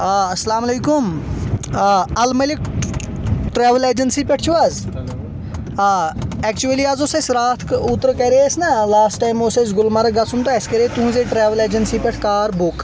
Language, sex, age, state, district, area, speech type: Kashmiri, male, 18-30, Jammu and Kashmir, Shopian, rural, spontaneous